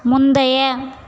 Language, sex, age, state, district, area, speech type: Tamil, female, 18-30, Tamil Nadu, Tiruvannamalai, urban, read